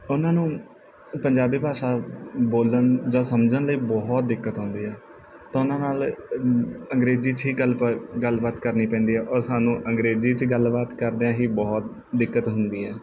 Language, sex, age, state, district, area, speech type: Punjabi, male, 18-30, Punjab, Bathinda, rural, spontaneous